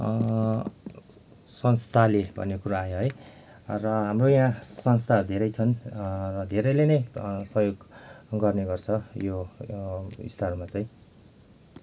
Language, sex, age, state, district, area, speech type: Nepali, male, 30-45, West Bengal, Kalimpong, rural, spontaneous